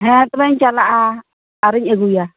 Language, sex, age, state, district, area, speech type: Santali, female, 60+, West Bengal, Purba Bardhaman, rural, conversation